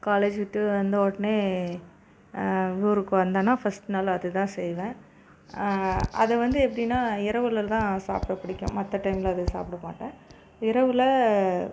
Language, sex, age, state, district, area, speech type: Tamil, female, 30-45, Tamil Nadu, Dharmapuri, rural, spontaneous